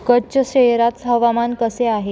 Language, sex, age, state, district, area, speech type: Marathi, female, 18-30, Maharashtra, Nashik, urban, read